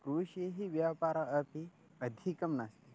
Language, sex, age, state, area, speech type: Sanskrit, male, 18-30, Maharashtra, rural, spontaneous